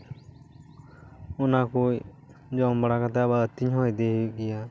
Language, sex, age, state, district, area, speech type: Santali, male, 18-30, West Bengal, Purba Bardhaman, rural, spontaneous